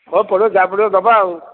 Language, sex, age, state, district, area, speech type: Odia, male, 45-60, Odisha, Dhenkanal, rural, conversation